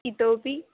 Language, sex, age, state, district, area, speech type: Sanskrit, female, 18-30, Kerala, Kollam, rural, conversation